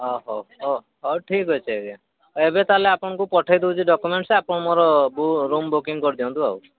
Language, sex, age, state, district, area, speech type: Odia, male, 45-60, Odisha, Sambalpur, rural, conversation